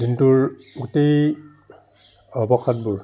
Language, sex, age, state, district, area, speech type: Assamese, male, 45-60, Assam, Dibrugarh, rural, spontaneous